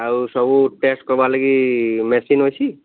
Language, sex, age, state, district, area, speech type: Odia, male, 30-45, Odisha, Sambalpur, rural, conversation